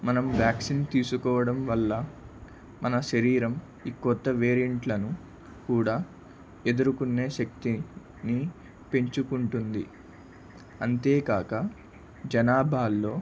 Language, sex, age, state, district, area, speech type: Telugu, male, 18-30, Andhra Pradesh, Palnadu, rural, spontaneous